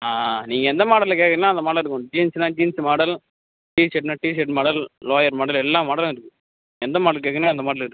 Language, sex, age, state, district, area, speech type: Tamil, male, 18-30, Tamil Nadu, Cuddalore, rural, conversation